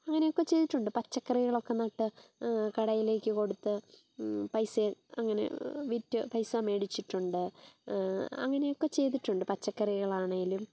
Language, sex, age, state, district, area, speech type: Malayalam, female, 30-45, Kerala, Kottayam, rural, spontaneous